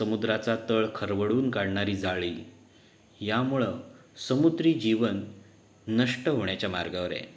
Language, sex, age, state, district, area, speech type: Marathi, male, 30-45, Maharashtra, Ratnagiri, urban, spontaneous